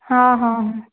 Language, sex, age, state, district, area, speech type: Marathi, female, 18-30, Maharashtra, Yavatmal, urban, conversation